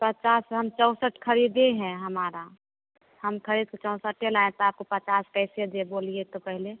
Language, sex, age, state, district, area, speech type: Hindi, female, 30-45, Bihar, Begusarai, urban, conversation